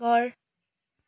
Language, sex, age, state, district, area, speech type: Nepali, female, 18-30, West Bengal, Darjeeling, rural, read